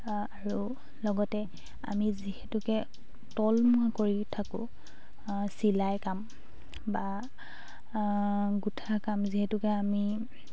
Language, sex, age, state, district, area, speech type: Assamese, female, 18-30, Assam, Sivasagar, rural, spontaneous